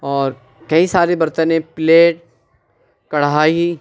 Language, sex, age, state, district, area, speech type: Urdu, male, 18-30, Uttar Pradesh, Ghaziabad, urban, spontaneous